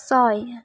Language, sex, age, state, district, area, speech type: Assamese, female, 18-30, Assam, Kamrup Metropolitan, urban, read